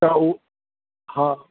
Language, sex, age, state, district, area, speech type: Sindhi, male, 60+, Maharashtra, Thane, rural, conversation